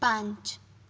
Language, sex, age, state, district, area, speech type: Gujarati, female, 18-30, Gujarat, Mehsana, rural, read